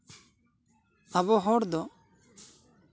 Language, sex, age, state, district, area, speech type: Santali, male, 18-30, West Bengal, Bankura, rural, spontaneous